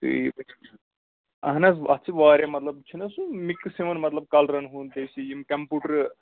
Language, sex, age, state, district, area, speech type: Kashmiri, male, 30-45, Jammu and Kashmir, Anantnag, rural, conversation